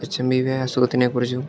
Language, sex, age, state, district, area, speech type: Malayalam, male, 18-30, Kerala, Idukki, rural, spontaneous